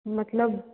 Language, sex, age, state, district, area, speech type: Hindi, female, 30-45, Uttar Pradesh, Varanasi, rural, conversation